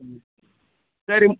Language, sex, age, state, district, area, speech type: Tamil, male, 30-45, Tamil Nadu, Chengalpattu, rural, conversation